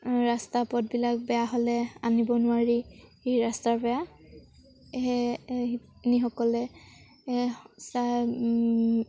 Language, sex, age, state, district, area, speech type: Assamese, female, 18-30, Assam, Sivasagar, rural, spontaneous